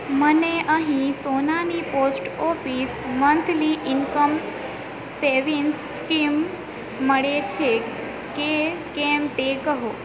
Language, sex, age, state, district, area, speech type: Gujarati, female, 18-30, Gujarat, Valsad, rural, read